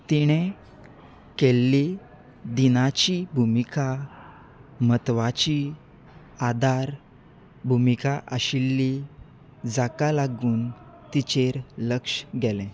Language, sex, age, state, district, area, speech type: Goan Konkani, male, 18-30, Goa, Salcete, rural, read